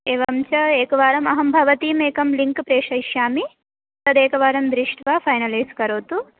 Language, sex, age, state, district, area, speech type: Sanskrit, female, 18-30, Telangana, Medchal, urban, conversation